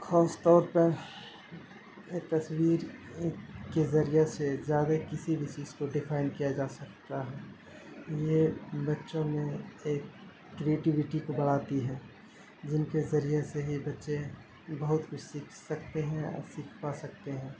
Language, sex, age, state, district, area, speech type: Urdu, male, 18-30, Bihar, Saharsa, rural, spontaneous